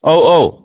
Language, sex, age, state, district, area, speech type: Bodo, male, 60+, Assam, Udalguri, urban, conversation